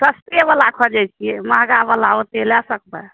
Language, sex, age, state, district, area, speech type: Maithili, female, 45-60, Bihar, Madhepura, rural, conversation